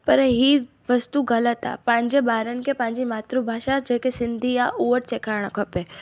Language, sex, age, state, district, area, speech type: Sindhi, female, 18-30, Gujarat, Junagadh, rural, spontaneous